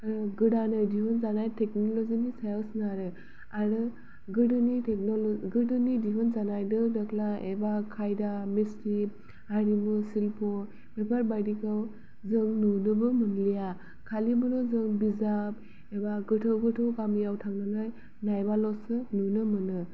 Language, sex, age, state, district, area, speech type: Bodo, female, 18-30, Assam, Kokrajhar, rural, spontaneous